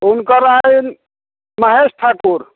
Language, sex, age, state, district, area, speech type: Maithili, male, 60+, Bihar, Muzaffarpur, rural, conversation